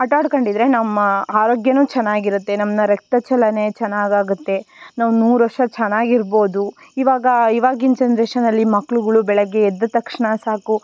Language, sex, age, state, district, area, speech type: Kannada, female, 18-30, Karnataka, Tumkur, rural, spontaneous